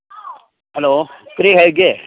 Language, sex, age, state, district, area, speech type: Manipuri, male, 60+, Manipur, Senapati, urban, conversation